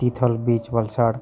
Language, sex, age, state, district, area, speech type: Gujarati, male, 30-45, Gujarat, Valsad, rural, spontaneous